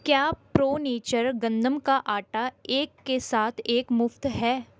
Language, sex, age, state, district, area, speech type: Urdu, female, 18-30, Delhi, East Delhi, urban, read